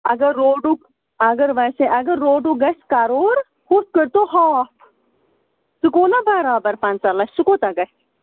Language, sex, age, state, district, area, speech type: Kashmiri, female, 30-45, Jammu and Kashmir, Bandipora, rural, conversation